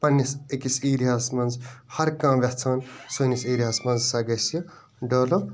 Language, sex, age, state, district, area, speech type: Kashmiri, male, 18-30, Jammu and Kashmir, Bandipora, rural, spontaneous